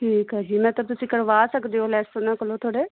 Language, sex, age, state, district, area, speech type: Punjabi, female, 30-45, Punjab, Amritsar, urban, conversation